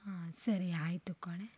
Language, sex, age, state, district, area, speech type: Kannada, female, 30-45, Karnataka, Davanagere, urban, spontaneous